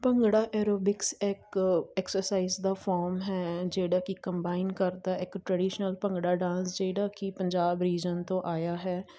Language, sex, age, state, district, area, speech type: Punjabi, female, 18-30, Punjab, Muktsar, urban, spontaneous